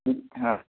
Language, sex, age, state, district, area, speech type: Malayalam, male, 18-30, Kerala, Malappuram, rural, conversation